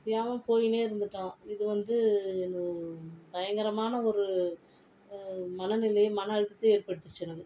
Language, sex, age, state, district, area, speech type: Tamil, female, 45-60, Tamil Nadu, Viluppuram, rural, spontaneous